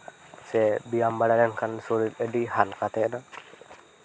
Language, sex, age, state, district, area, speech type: Santali, male, 18-30, West Bengal, Purba Bardhaman, rural, spontaneous